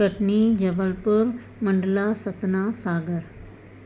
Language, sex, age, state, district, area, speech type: Sindhi, female, 45-60, Madhya Pradesh, Katni, urban, spontaneous